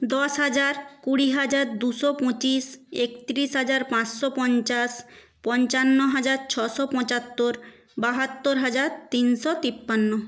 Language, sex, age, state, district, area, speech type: Bengali, female, 30-45, West Bengal, Nadia, rural, spontaneous